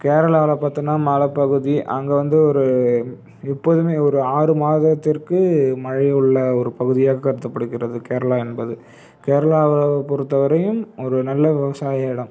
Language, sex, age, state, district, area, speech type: Tamil, male, 30-45, Tamil Nadu, Cuddalore, rural, spontaneous